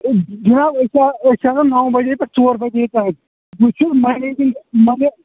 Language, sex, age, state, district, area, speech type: Kashmiri, male, 18-30, Jammu and Kashmir, Shopian, rural, conversation